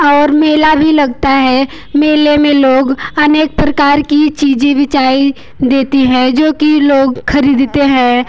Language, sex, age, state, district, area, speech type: Hindi, female, 18-30, Uttar Pradesh, Mirzapur, rural, spontaneous